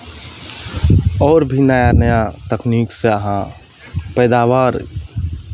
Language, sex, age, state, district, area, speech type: Maithili, male, 30-45, Bihar, Madhepura, urban, spontaneous